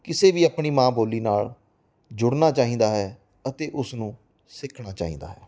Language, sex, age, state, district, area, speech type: Punjabi, male, 30-45, Punjab, Mansa, rural, spontaneous